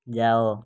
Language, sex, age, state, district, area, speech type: Odia, male, 18-30, Odisha, Mayurbhanj, rural, read